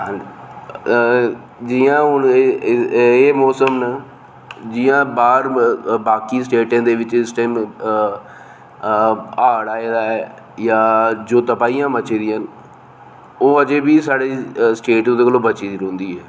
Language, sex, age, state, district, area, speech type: Dogri, male, 45-60, Jammu and Kashmir, Reasi, urban, spontaneous